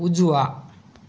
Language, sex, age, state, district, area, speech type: Marathi, male, 18-30, Maharashtra, Raigad, urban, read